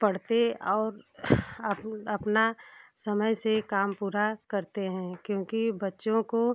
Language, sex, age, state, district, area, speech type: Hindi, female, 45-60, Uttar Pradesh, Ghazipur, rural, spontaneous